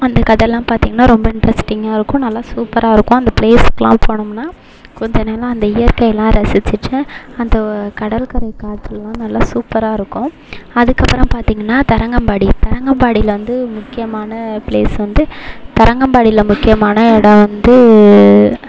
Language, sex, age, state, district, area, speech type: Tamil, female, 18-30, Tamil Nadu, Mayiladuthurai, urban, spontaneous